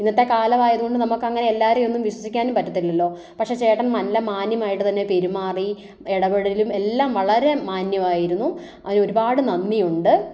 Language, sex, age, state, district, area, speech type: Malayalam, female, 30-45, Kerala, Kottayam, rural, spontaneous